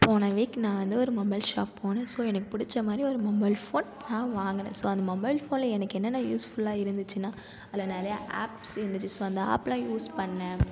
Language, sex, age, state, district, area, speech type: Tamil, female, 30-45, Tamil Nadu, Cuddalore, rural, spontaneous